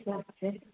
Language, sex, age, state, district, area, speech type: Urdu, female, 30-45, Uttar Pradesh, Rampur, urban, conversation